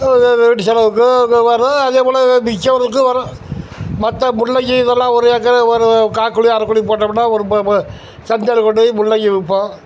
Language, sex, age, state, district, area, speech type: Tamil, male, 60+, Tamil Nadu, Tiruchirappalli, rural, spontaneous